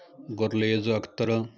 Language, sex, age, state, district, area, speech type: Punjabi, male, 30-45, Punjab, Jalandhar, urban, spontaneous